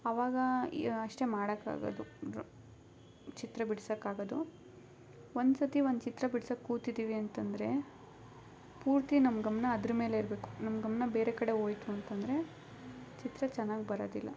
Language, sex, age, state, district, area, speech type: Kannada, female, 18-30, Karnataka, Tumkur, rural, spontaneous